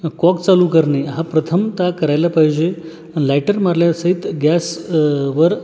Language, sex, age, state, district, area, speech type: Marathi, male, 30-45, Maharashtra, Buldhana, urban, spontaneous